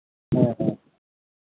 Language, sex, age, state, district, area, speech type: Santali, male, 45-60, Jharkhand, East Singhbhum, rural, conversation